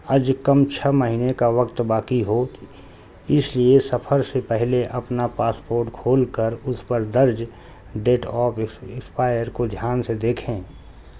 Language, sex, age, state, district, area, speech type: Urdu, male, 60+, Delhi, South Delhi, urban, spontaneous